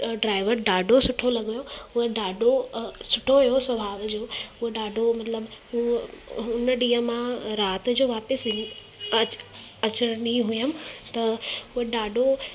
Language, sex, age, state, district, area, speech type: Sindhi, female, 18-30, Delhi, South Delhi, urban, spontaneous